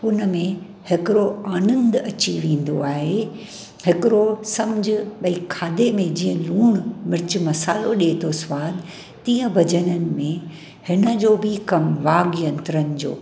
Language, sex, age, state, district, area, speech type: Sindhi, female, 45-60, Maharashtra, Mumbai Suburban, urban, spontaneous